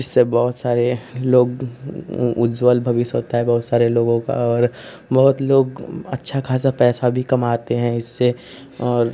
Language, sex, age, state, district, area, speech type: Hindi, male, 18-30, Uttar Pradesh, Ghazipur, urban, spontaneous